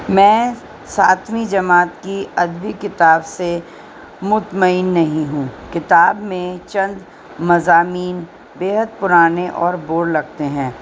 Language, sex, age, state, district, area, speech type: Urdu, female, 60+, Delhi, North East Delhi, urban, spontaneous